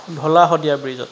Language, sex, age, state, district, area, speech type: Assamese, male, 30-45, Assam, Charaideo, urban, spontaneous